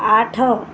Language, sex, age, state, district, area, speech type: Odia, female, 18-30, Odisha, Subarnapur, urban, read